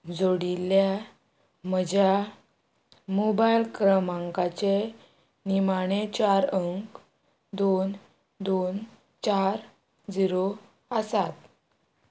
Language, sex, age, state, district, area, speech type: Goan Konkani, female, 45-60, Goa, Quepem, rural, read